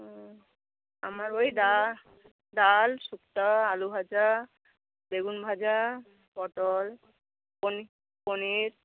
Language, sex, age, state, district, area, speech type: Bengali, female, 45-60, West Bengal, Bankura, rural, conversation